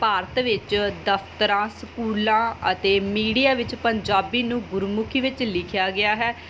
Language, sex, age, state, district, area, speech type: Punjabi, female, 30-45, Punjab, Mansa, urban, spontaneous